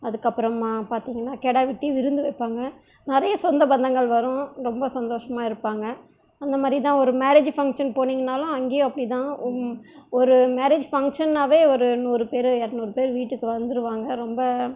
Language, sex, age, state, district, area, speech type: Tamil, female, 30-45, Tamil Nadu, Krishnagiri, rural, spontaneous